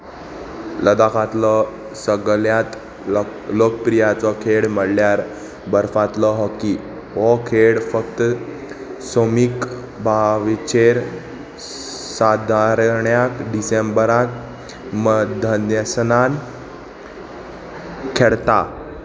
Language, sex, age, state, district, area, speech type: Goan Konkani, male, 18-30, Goa, Salcete, urban, read